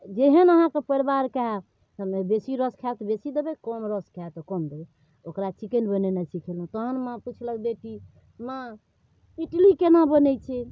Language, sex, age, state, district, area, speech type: Maithili, female, 45-60, Bihar, Darbhanga, rural, spontaneous